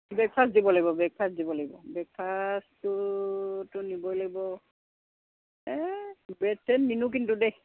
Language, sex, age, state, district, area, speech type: Assamese, female, 60+, Assam, Charaideo, rural, conversation